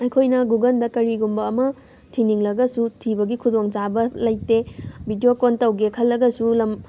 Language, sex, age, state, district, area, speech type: Manipuri, female, 18-30, Manipur, Thoubal, rural, spontaneous